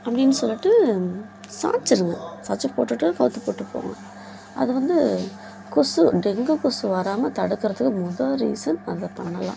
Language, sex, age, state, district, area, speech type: Tamil, female, 18-30, Tamil Nadu, Kallakurichi, urban, spontaneous